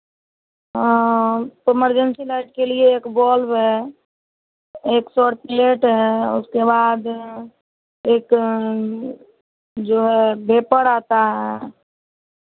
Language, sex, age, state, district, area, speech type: Hindi, female, 30-45, Bihar, Madhepura, rural, conversation